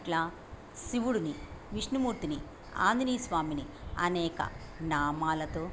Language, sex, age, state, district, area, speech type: Telugu, female, 60+, Andhra Pradesh, Bapatla, urban, spontaneous